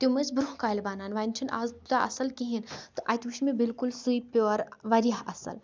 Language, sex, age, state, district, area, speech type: Kashmiri, female, 30-45, Jammu and Kashmir, Kupwara, rural, spontaneous